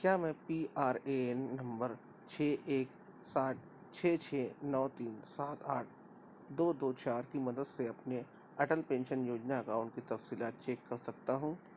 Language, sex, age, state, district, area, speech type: Urdu, male, 30-45, Maharashtra, Nashik, urban, read